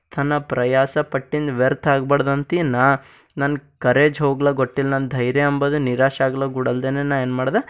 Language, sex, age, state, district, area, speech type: Kannada, male, 18-30, Karnataka, Bidar, urban, spontaneous